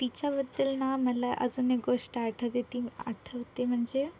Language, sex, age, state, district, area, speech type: Marathi, female, 18-30, Maharashtra, Sindhudurg, rural, spontaneous